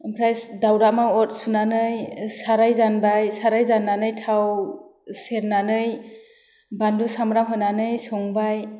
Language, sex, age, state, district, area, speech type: Bodo, female, 30-45, Assam, Chirang, rural, spontaneous